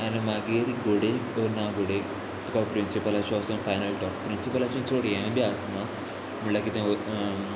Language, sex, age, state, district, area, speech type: Goan Konkani, male, 18-30, Goa, Murmgao, rural, spontaneous